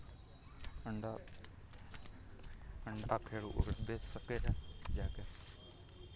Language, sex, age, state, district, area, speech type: Maithili, male, 18-30, Bihar, Araria, rural, spontaneous